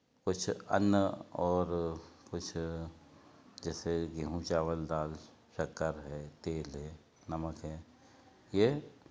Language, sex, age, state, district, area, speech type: Hindi, male, 60+, Madhya Pradesh, Betul, urban, spontaneous